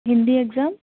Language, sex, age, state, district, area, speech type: Telugu, female, 18-30, Telangana, Medak, urban, conversation